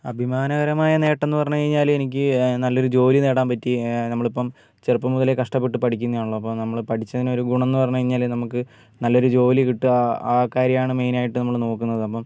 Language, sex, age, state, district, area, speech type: Malayalam, male, 45-60, Kerala, Wayanad, rural, spontaneous